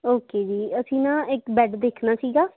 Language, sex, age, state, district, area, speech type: Punjabi, female, 18-30, Punjab, Ludhiana, rural, conversation